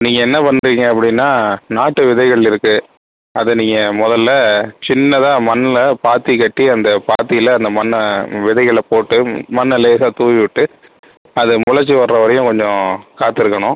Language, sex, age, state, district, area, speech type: Tamil, male, 30-45, Tamil Nadu, Pudukkottai, rural, conversation